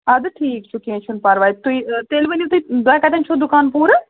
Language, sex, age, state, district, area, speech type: Kashmiri, female, 30-45, Jammu and Kashmir, Srinagar, urban, conversation